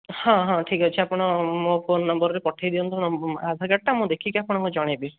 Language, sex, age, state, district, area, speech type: Odia, male, 18-30, Odisha, Dhenkanal, rural, conversation